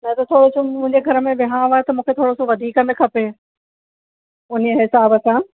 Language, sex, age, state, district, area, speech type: Sindhi, female, 45-60, Uttar Pradesh, Lucknow, urban, conversation